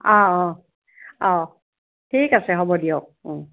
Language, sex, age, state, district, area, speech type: Assamese, female, 30-45, Assam, Kamrup Metropolitan, urban, conversation